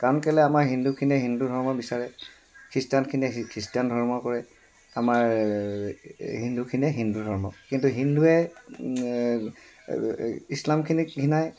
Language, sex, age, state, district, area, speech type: Assamese, male, 60+, Assam, Dibrugarh, rural, spontaneous